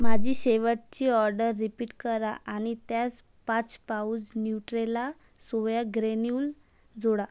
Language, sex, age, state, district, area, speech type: Marathi, female, 18-30, Maharashtra, Amravati, urban, read